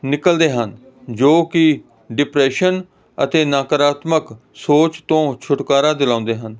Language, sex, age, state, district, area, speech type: Punjabi, male, 45-60, Punjab, Hoshiarpur, urban, spontaneous